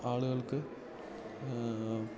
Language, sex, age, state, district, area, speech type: Malayalam, male, 18-30, Kerala, Idukki, rural, spontaneous